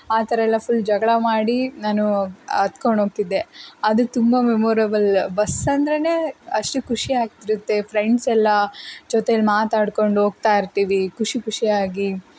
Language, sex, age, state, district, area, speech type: Kannada, female, 30-45, Karnataka, Tumkur, rural, spontaneous